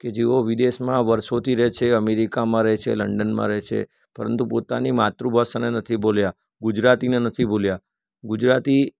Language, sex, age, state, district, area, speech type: Gujarati, male, 45-60, Gujarat, Surat, rural, spontaneous